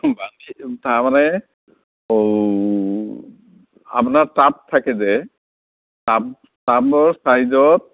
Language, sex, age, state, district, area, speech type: Assamese, male, 60+, Assam, Kamrup Metropolitan, urban, conversation